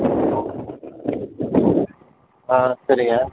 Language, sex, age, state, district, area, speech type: Tamil, male, 45-60, Tamil Nadu, Virudhunagar, rural, conversation